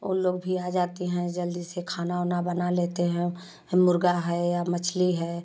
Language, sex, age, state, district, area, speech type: Hindi, female, 45-60, Uttar Pradesh, Prayagraj, rural, spontaneous